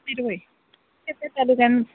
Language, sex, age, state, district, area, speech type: Goan Konkani, female, 30-45, Goa, Quepem, rural, conversation